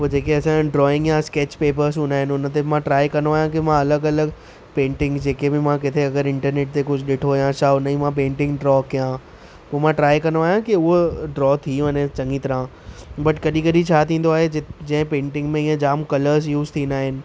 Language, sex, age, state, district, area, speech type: Sindhi, female, 45-60, Maharashtra, Thane, urban, spontaneous